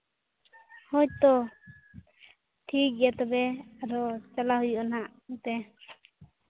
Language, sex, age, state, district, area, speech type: Santali, female, 18-30, Jharkhand, Seraikela Kharsawan, rural, conversation